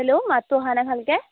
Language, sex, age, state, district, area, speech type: Assamese, female, 18-30, Assam, Jorhat, urban, conversation